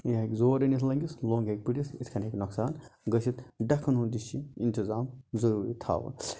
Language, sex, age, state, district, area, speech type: Kashmiri, male, 60+, Jammu and Kashmir, Budgam, rural, spontaneous